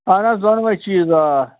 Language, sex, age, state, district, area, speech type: Kashmiri, male, 30-45, Jammu and Kashmir, Srinagar, urban, conversation